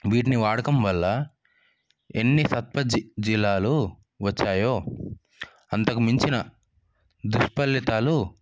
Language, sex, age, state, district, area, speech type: Telugu, male, 30-45, Telangana, Sangareddy, urban, spontaneous